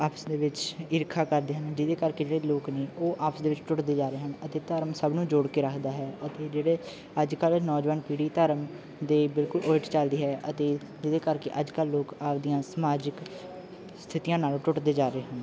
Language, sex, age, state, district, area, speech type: Punjabi, male, 18-30, Punjab, Bathinda, rural, spontaneous